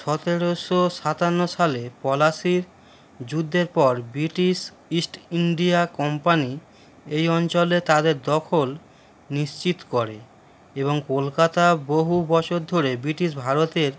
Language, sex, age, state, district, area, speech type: Bengali, male, 30-45, West Bengal, Howrah, urban, spontaneous